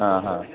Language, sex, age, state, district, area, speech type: Marathi, male, 60+, Maharashtra, Palghar, rural, conversation